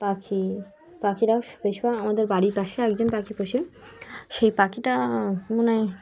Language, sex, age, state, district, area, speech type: Bengali, female, 18-30, West Bengal, Dakshin Dinajpur, urban, spontaneous